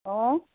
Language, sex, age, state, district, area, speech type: Assamese, female, 60+, Assam, Lakhimpur, rural, conversation